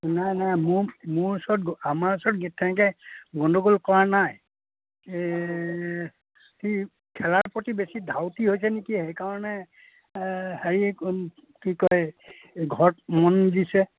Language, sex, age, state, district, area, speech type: Assamese, male, 60+, Assam, Dibrugarh, rural, conversation